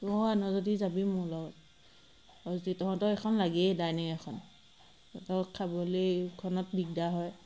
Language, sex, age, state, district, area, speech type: Assamese, female, 30-45, Assam, Sivasagar, rural, spontaneous